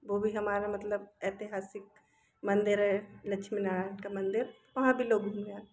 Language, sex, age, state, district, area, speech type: Hindi, female, 30-45, Madhya Pradesh, Jabalpur, urban, spontaneous